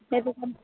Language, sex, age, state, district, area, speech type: Assamese, female, 45-60, Assam, Dibrugarh, rural, conversation